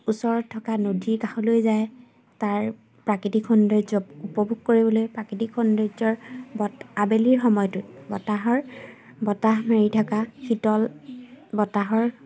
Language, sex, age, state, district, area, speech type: Assamese, female, 18-30, Assam, Majuli, urban, spontaneous